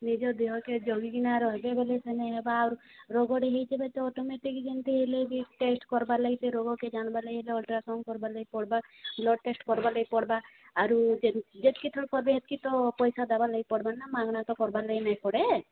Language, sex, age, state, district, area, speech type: Odia, female, 45-60, Odisha, Sambalpur, rural, conversation